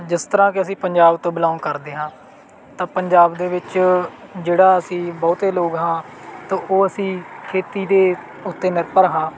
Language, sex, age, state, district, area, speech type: Punjabi, male, 18-30, Punjab, Bathinda, rural, spontaneous